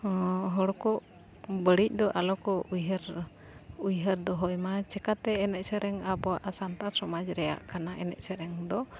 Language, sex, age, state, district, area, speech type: Santali, female, 18-30, Jharkhand, Bokaro, rural, spontaneous